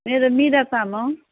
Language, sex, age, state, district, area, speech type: Nepali, female, 60+, West Bengal, Kalimpong, rural, conversation